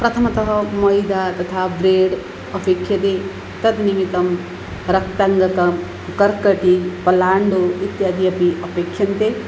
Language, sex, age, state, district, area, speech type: Sanskrit, female, 45-60, Odisha, Puri, urban, spontaneous